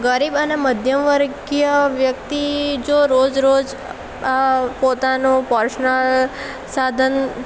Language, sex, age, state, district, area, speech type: Gujarati, female, 18-30, Gujarat, Valsad, rural, spontaneous